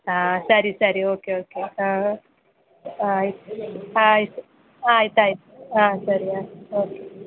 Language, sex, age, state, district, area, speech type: Kannada, female, 18-30, Karnataka, Chitradurga, rural, conversation